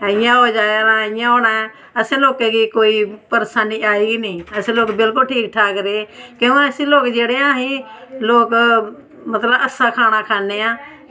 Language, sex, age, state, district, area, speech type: Dogri, female, 45-60, Jammu and Kashmir, Samba, urban, spontaneous